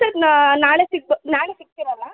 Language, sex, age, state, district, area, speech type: Kannada, female, 18-30, Karnataka, Mysore, rural, conversation